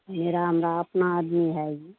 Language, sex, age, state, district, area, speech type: Hindi, female, 60+, Bihar, Madhepura, urban, conversation